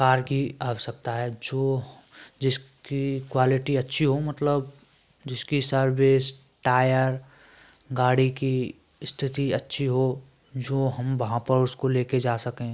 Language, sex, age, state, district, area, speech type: Hindi, male, 18-30, Rajasthan, Bharatpur, rural, spontaneous